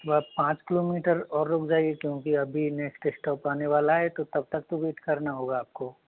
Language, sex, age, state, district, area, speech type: Hindi, male, 18-30, Madhya Pradesh, Ujjain, urban, conversation